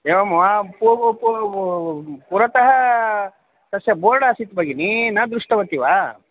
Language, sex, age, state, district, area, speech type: Sanskrit, male, 45-60, Karnataka, Vijayapura, urban, conversation